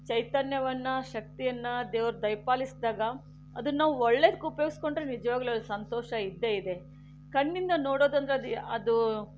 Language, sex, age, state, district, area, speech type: Kannada, female, 60+, Karnataka, Shimoga, rural, spontaneous